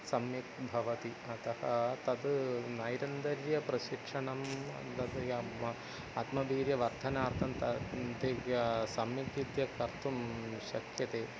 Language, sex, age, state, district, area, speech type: Sanskrit, male, 45-60, Kerala, Thiruvananthapuram, urban, spontaneous